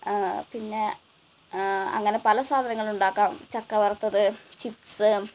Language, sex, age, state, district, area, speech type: Malayalam, female, 18-30, Kerala, Malappuram, rural, spontaneous